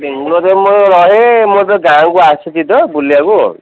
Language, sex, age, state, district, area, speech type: Odia, male, 45-60, Odisha, Ganjam, urban, conversation